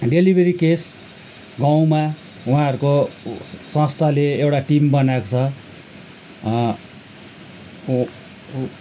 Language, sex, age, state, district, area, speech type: Nepali, male, 45-60, West Bengal, Kalimpong, rural, spontaneous